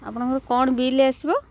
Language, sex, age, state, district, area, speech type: Odia, female, 45-60, Odisha, Kendrapara, urban, spontaneous